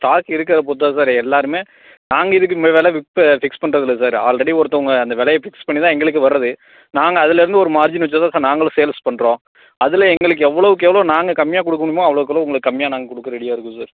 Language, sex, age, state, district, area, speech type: Tamil, male, 18-30, Tamil Nadu, Tiruppur, rural, conversation